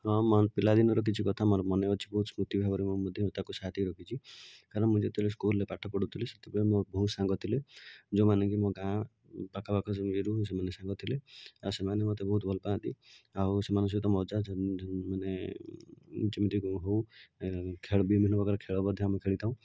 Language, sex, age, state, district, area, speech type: Odia, male, 30-45, Odisha, Cuttack, urban, spontaneous